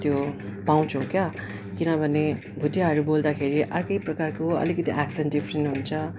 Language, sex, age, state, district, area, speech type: Nepali, male, 18-30, West Bengal, Darjeeling, rural, spontaneous